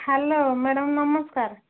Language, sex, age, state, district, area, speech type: Odia, female, 45-60, Odisha, Gajapati, rural, conversation